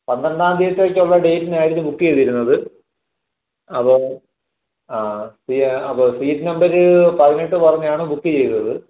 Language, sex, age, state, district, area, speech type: Malayalam, male, 45-60, Kerala, Alappuzha, rural, conversation